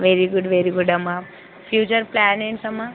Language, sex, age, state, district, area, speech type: Telugu, female, 18-30, Andhra Pradesh, Kurnool, rural, conversation